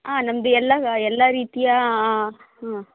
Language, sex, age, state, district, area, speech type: Kannada, female, 30-45, Karnataka, Shimoga, rural, conversation